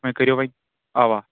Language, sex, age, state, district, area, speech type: Kashmiri, male, 18-30, Jammu and Kashmir, Kulgam, rural, conversation